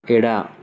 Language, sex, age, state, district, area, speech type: Kannada, male, 18-30, Karnataka, Davanagere, rural, read